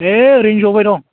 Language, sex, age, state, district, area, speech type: Bodo, male, 60+, Assam, Baksa, urban, conversation